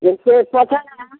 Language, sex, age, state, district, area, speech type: Hindi, female, 60+, Bihar, Samastipur, rural, conversation